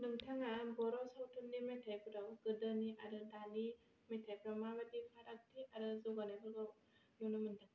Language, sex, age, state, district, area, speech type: Bodo, male, 18-30, Assam, Kokrajhar, rural, spontaneous